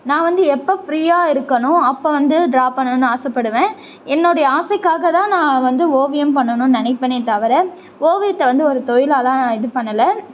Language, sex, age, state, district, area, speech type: Tamil, female, 18-30, Tamil Nadu, Tiruvannamalai, urban, spontaneous